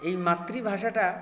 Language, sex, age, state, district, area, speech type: Bengali, male, 60+, West Bengal, South 24 Parganas, rural, spontaneous